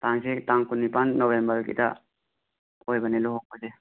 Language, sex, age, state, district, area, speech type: Manipuri, male, 18-30, Manipur, Imphal West, rural, conversation